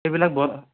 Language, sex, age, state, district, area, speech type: Assamese, male, 18-30, Assam, Darrang, rural, conversation